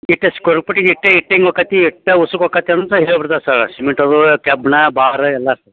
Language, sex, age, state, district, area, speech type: Kannada, male, 30-45, Karnataka, Dharwad, rural, conversation